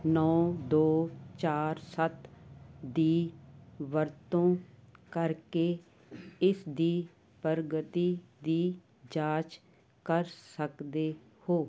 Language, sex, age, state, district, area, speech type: Punjabi, female, 60+, Punjab, Muktsar, urban, read